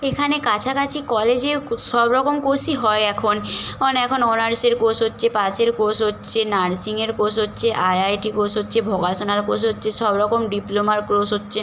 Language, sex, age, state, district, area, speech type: Bengali, female, 18-30, West Bengal, Nadia, rural, spontaneous